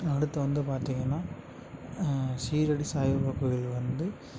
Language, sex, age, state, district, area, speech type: Tamil, male, 18-30, Tamil Nadu, Tiruvannamalai, urban, spontaneous